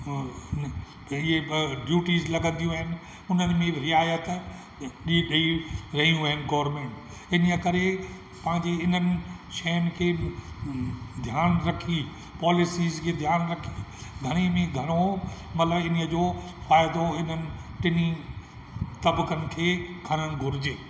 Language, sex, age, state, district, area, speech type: Sindhi, male, 60+, Rajasthan, Ajmer, urban, spontaneous